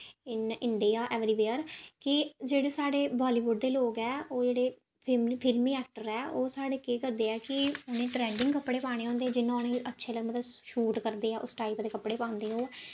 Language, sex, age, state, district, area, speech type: Dogri, female, 18-30, Jammu and Kashmir, Samba, rural, spontaneous